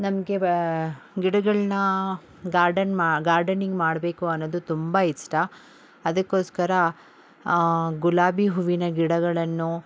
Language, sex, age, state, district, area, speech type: Kannada, female, 45-60, Karnataka, Bangalore Urban, rural, spontaneous